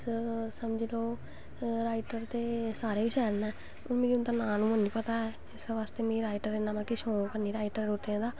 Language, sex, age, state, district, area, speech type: Dogri, female, 18-30, Jammu and Kashmir, Samba, rural, spontaneous